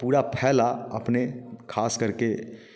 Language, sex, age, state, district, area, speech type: Hindi, male, 45-60, Bihar, Muzaffarpur, urban, spontaneous